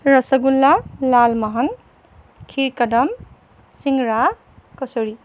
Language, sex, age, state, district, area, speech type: Assamese, female, 45-60, Assam, Jorhat, urban, spontaneous